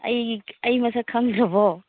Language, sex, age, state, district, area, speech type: Manipuri, female, 60+, Manipur, Imphal East, rural, conversation